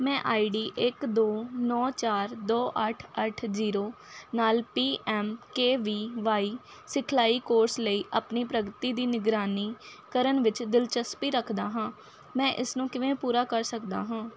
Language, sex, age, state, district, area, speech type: Punjabi, female, 18-30, Punjab, Faridkot, urban, read